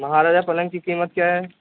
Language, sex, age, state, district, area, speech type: Urdu, male, 18-30, Bihar, Purnia, rural, conversation